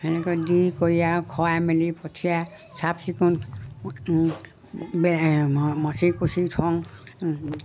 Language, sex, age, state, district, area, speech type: Assamese, female, 60+, Assam, Dibrugarh, rural, spontaneous